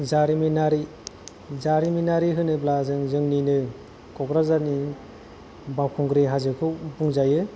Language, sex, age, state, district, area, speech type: Bodo, male, 18-30, Assam, Kokrajhar, rural, spontaneous